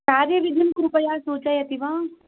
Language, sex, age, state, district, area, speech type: Sanskrit, female, 30-45, Andhra Pradesh, East Godavari, rural, conversation